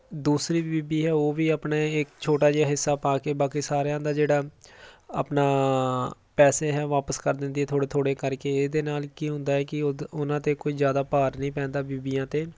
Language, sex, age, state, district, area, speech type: Punjabi, male, 30-45, Punjab, Jalandhar, urban, spontaneous